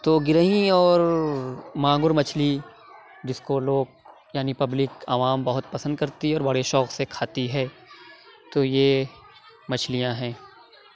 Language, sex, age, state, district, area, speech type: Urdu, male, 30-45, Uttar Pradesh, Lucknow, rural, spontaneous